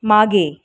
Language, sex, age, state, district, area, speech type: Marathi, female, 30-45, Maharashtra, Mumbai Suburban, urban, read